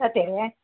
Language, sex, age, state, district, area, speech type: Kannada, female, 60+, Karnataka, Dakshina Kannada, rural, conversation